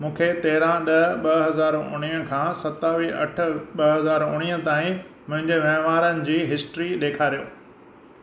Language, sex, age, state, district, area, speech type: Sindhi, male, 60+, Maharashtra, Thane, urban, read